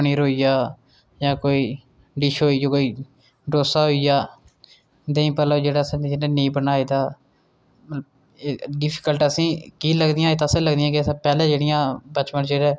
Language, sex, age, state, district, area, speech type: Dogri, male, 30-45, Jammu and Kashmir, Udhampur, rural, spontaneous